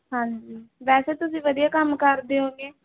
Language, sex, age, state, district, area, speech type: Punjabi, female, 18-30, Punjab, Barnala, rural, conversation